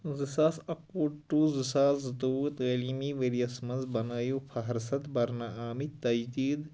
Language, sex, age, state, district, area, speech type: Kashmiri, male, 18-30, Jammu and Kashmir, Kulgam, rural, read